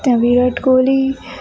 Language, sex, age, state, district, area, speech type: Marathi, female, 18-30, Maharashtra, Nanded, urban, spontaneous